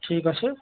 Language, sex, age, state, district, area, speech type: Bengali, male, 45-60, West Bengal, Uttar Dinajpur, urban, conversation